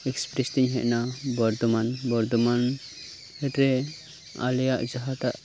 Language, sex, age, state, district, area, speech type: Santali, male, 18-30, West Bengal, Birbhum, rural, spontaneous